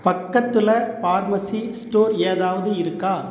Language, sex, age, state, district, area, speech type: Tamil, male, 45-60, Tamil Nadu, Cuddalore, urban, read